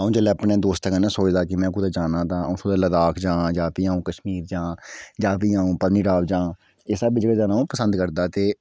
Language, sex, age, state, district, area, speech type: Dogri, female, 30-45, Jammu and Kashmir, Udhampur, rural, spontaneous